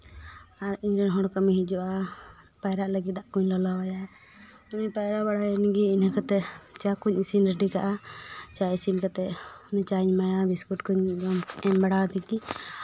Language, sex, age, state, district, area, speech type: Santali, female, 18-30, West Bengal, Paschim Bardhaman, rural, spontaneous